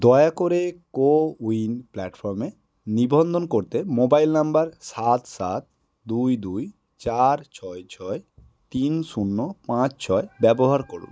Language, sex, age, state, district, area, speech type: Bengali, male, 18-30, West Bengal, Howrah, urban, read